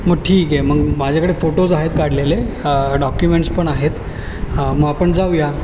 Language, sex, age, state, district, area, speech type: Marathi, male, 30-45, Maharashtra, Ahmednagar, urban, spontaneous